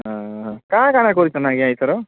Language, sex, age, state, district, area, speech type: Odia, male, 18-30, Odisha, Kalahandi, rural, conversation